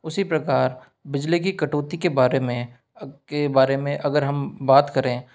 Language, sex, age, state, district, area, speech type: Hindi, male, 18-30, Rajasthan, Jaipur, urban, spontaneous